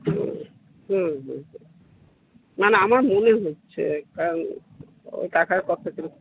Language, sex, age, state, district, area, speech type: Bengali, female, 60+, West Bengal, Purulia, rural, conversation